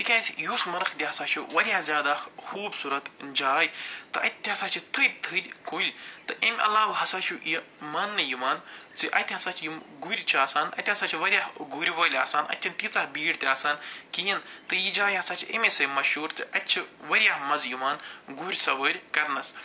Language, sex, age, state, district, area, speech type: Kashmiri, male, 45-60, Jammu and Kashmir, Budgam, urban, spontaneous